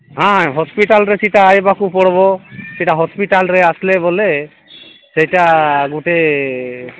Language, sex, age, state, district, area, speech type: Odia, male, 45-60, Odisha, Nabarangpur, rural, conversation